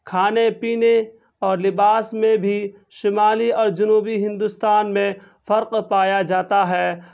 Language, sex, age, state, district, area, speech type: Urdu, male, 18-30, Bihar, Purnia, rural, spontaneous